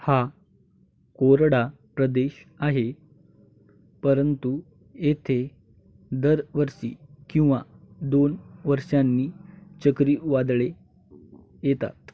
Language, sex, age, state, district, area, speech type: Marathi, male, 18-30, Maharashtra, Hingoli, urban, read